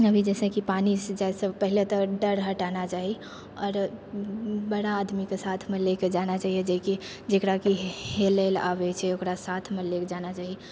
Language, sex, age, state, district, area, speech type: Maithili, female, 18-30, Bihar, Purnia, rural, spontaneous